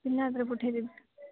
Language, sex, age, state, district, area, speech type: Odia, female, 18-30, Odisha, Koraput, urban, conversation